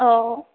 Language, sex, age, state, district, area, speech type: Marathi, female, 18-30, Maharashtra, Ahmednagar, rural, conversation